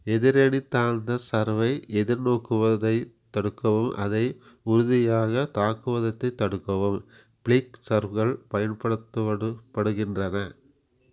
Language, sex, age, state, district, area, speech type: Tamil, male, 45-60, Tamil Nadu, Coimbatore, rural, read